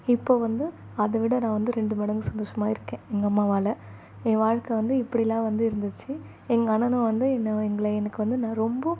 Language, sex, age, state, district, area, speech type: Tamil, female, 18-30, Tamil Nadu, Chennai, urban, spontaneous